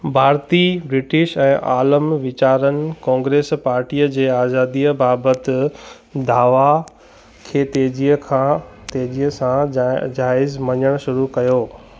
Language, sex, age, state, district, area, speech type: Sindhi, male, 18-30, Gujarat, Kutch, rural, read